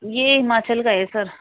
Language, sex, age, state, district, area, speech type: Urdu, female, 30-45, Delhi, East Delhi, urban, conversation